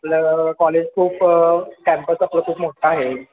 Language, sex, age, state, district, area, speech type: Marathi, male, 18-30, Maharashtra, Kolhapur, urban, conversation